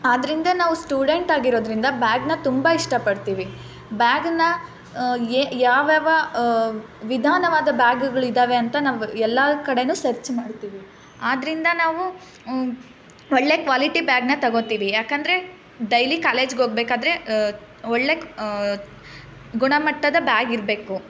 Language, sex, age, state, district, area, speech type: Kannada, female, 18-30, Karnataka, Chitradurga, rural, spontaneous